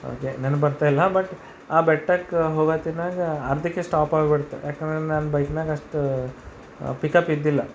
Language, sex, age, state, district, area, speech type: Kannada, male, 30-45, Karnataka, Bidar, urban, spontaneous